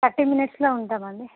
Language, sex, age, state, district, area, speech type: Telugu, female, 30-45, Andhra Pradesh, Visakhapatnam, urban, conversation